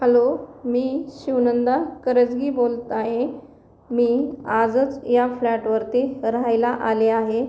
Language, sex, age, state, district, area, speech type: Marathi, female, 45-60, Maharashtra, Nanded, urban, spontaneous